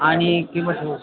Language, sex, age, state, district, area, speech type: Nepali, male, 18-30, West Bengal, Alipurduar, urban, conversation